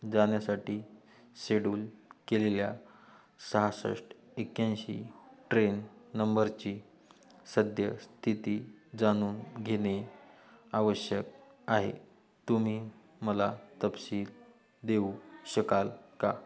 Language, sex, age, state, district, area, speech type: Marathi, male, 18-30, Maharashtra, Hingoli, urban, read